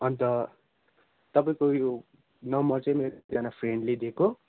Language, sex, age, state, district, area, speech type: Nepali, male, 18-30, West Bengal, Darjeeling, rural, conversation